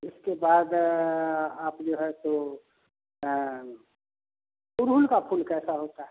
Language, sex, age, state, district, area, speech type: Hindi, male, 60+, Bihar, Samastipur, rural, conversation